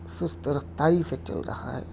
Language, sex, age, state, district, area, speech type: Urdu, male, 30-45, Uttar Pradesh, Mau, urban, spontaneous